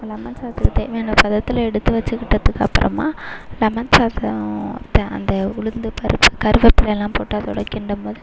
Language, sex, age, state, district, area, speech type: Tamil, female, 18-30, Tamil Nadu, Mayiladuthurai, urban, spontaneous